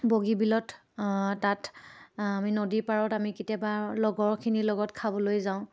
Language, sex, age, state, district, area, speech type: Assamese, female, 18-30, Assam, Dibrugarh, urban, spontaneous